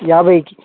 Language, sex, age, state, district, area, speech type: Telugu, male, 30-45, Telangana, Hyderabad, urban, conversation